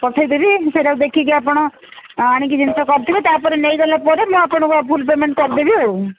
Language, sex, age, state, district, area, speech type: Odia, female, 45-60, Odisha, Sundergarh, rural, conversation